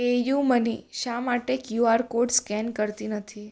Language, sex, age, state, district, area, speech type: Gujarati, female, 18-30, Gujarat, Surat, urban, read